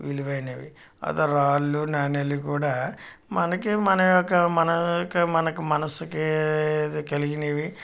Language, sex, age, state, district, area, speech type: Telugu, male, 45-60, Andhra Pradesh, Kakinada, urban, spontaneous